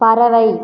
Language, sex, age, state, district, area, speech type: Tamil, female, 18-30, Tamil Nadu, Cuddalore, rural, read